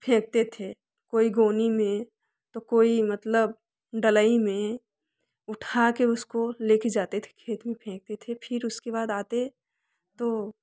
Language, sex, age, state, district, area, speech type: Hindi, female, 18-30, Uttar Pradesh, Prayagraj, rural, spontaneous